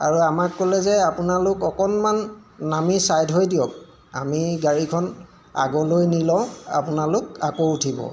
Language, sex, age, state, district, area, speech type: Assamese, male, 45-60, Assam, Golaghat, urban, spontaneous